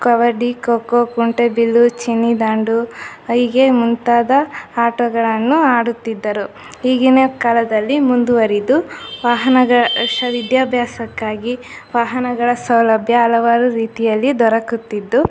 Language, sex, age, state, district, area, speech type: Kannada, female, 18-30, Karnataka, Chitradurga, rural, spontaneous